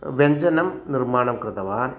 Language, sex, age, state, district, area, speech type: Sanskrit, male, 45-60, Kerala, Thrissur, urban, spontaneous